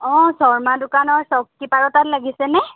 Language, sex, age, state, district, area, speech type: Assamese, female, 30-45, Assam, Jorhat, urban, conversation